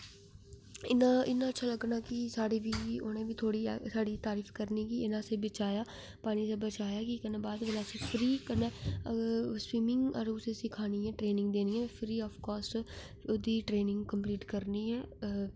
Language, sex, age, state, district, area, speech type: Dogri, female, 18-30, Jammu and Kashmir, Kathua, urban, spontaneous